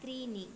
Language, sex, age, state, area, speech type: Sanskrit, female, 30-45, Tamil Nadu, urban, read